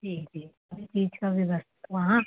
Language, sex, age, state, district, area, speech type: Hindi, female, 30-45, Madhya Pradesh, Seoni, urban, conversation